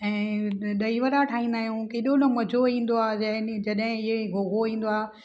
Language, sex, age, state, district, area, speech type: Sindhi, female, 45-60, Maharashtra, Thane, urban, spontaneous